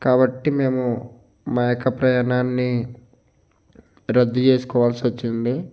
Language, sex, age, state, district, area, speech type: Telugu, male, 30-45, Andhra Pradesh, Konaseema, rural, spontaneous